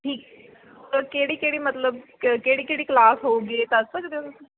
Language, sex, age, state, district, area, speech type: Punjabi, female, 30-45, Punjab, Mansa, urban, conversation